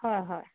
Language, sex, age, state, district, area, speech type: Assamese, female, 30-45, Assam, Dhemaji, urban, conversation